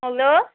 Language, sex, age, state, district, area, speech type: Nepali, female, 18-30, West Bengal, Kalimpong, rural, conversation